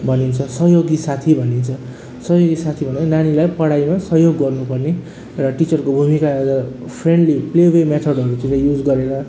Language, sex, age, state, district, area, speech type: Nepali, male, 30-45, West Bengal, Jalpaiguri, rural, spontaneous